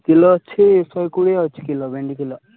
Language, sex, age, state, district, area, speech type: Odia, male, 18-30, Odisha, Koraput, urban, conversation